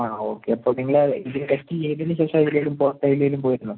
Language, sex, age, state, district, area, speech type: Malayalam, male, 30-45, Kerala, Wayanad, rural, conversation